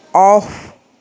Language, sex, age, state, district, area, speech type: Assamese, female, 30-45, Assam, Nagaon, rural, read